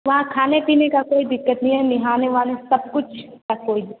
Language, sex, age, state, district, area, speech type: Hindi, female, 18-30, Bihar, Vaishali, rural, conversation